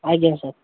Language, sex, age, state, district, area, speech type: Odia, male, 18-30, Odisha, Kendrapara, urban, conversation